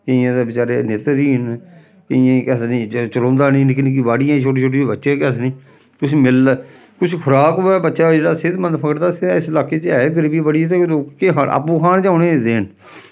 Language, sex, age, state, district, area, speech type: Dogri, male, 45-60, Jammu and Kashmir, Samba, rural, spontaneous